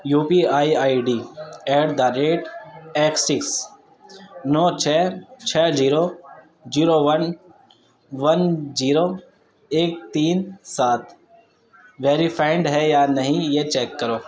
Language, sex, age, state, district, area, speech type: Urdu, male, 30-45, Uttar Pradesh, Ghaziabad, urban, read